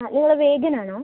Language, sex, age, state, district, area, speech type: Malayalam, female, 18-30, Kerala, Thrissur, urban, conversation